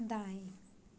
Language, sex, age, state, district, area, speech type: Hindi, female, 18-30, Madhya Pradesh, Chhindwara, urban, read